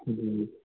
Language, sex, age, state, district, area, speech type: Urdu, male, 18-30, Uttar Pradesh, Azamgarh, rural, conversation